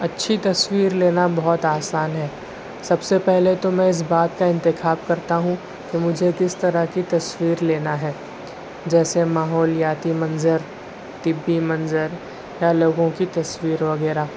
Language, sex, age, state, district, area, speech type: Urdu, male, 60+, Maharashtra, Nashik, urban, spontaneous